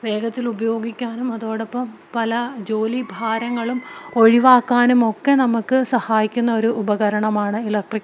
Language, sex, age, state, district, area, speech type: Malayalam, female, 30-45, Kerala, Palakkad, rural, spontaneous